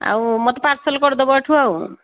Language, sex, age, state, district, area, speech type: Odia, female, 45-60, Odisha, Angul, rural, conversation